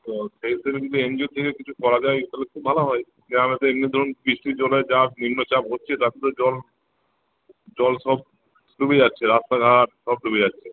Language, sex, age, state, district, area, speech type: Bengali, male, 30-45, West Bengal, Uttar Dinajpur, urban, conversation